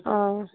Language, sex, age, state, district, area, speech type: Assamese, female, 30-45, Assam, Barpeta, rural, conversation